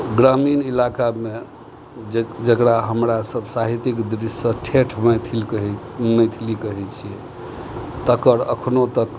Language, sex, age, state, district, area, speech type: Maithili, male, 60+, Bihar, Madhubani, rural, spontaneous